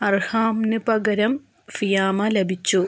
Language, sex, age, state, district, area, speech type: Malayalam, female, 45-60, Kerala, Wayanad, rural, read